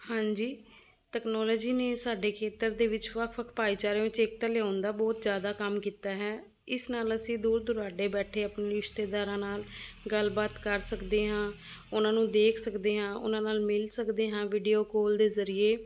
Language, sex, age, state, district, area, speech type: Punjabi, female, 30-45, Punjab, Fazilka, rural, spontaneous